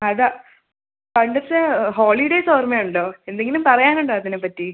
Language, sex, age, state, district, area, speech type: Malayalam, female, 18-30, Kerala, Thiruvananthapuram, urban, conversation